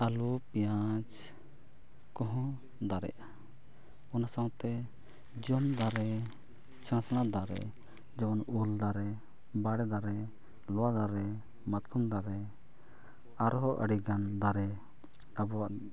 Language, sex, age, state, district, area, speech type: Santali, male, 30-45, Jharkhand, East Singhbhum, rural, spontaneous